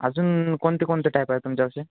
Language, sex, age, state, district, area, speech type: Marathi, male, 18-30, Maharashtra, Nanded, urban, conversation